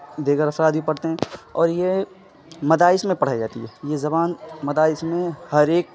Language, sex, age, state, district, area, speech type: Urdu, male, 30-45, Bihar, Khagaria, rural, spontaneous